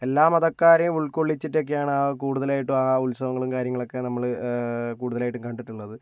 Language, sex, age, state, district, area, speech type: Malayalam, male, 60+, Kerala, Kozhikode, urban, spontaneous